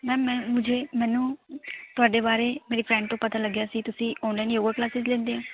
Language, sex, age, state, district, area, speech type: Punjabi, female, 18-30, Punjab, Shaheed Bhagat Singh Nagar, rural, conversation